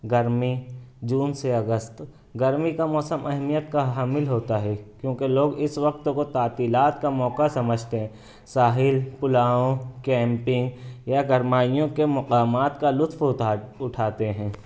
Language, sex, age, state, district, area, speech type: Urdu, male, 60+, Maharashtra, Nashik, urban, spontaneous